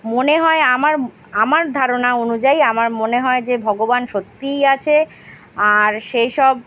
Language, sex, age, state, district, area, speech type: Bengali, female, 30-45, West Bengal, Kolkata, urban, spontaneous